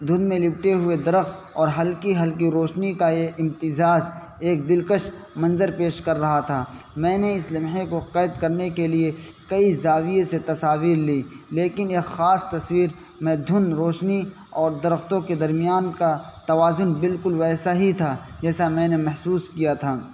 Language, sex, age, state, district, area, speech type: Urdu, male, 18-30, Uttar Pradesh, Saharanpur, urban, spontaneous